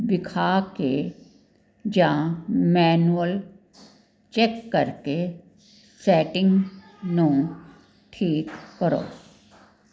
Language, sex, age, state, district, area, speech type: Punjabi, female, 60+, Punjab, Jalandhar, urban, spontaneous